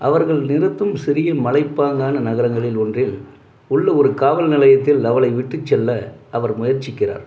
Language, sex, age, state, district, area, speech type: Tamil, male, 45-60, Tamil Nadu, Dharmapuri, rural, read